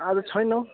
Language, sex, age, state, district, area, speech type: Nepali, male, 18-30, West Bengal, Kalimpong, rural, conversation